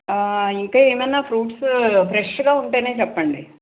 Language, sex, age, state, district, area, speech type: Telugu, male, 18-30, Andhra Pradesh, Guntur, urban, conversation